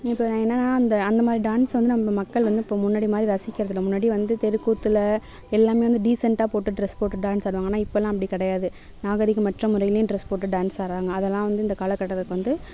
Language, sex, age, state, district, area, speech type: Tamil, female, 18-30, Tamil Nadu, Mayiladuthurai, rural, spontaneous